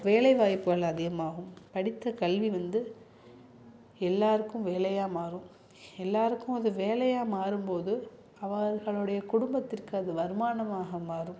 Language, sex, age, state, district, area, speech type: Tamil, female, 30-45, Tamil Nadu, Salem, urban, spontaneous